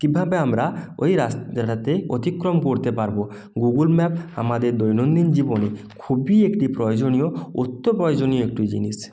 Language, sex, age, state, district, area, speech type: Bengali, male, 18-30, West Bengal, Purba Medinipur, rural, spontaneous